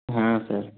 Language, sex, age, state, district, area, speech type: Hindi, male, 18-30, Uttar Pradesh, Jaunpur, rural, conversation